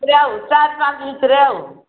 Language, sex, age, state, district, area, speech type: Odia, female, 60+, Odisha, Angul, rural, conversation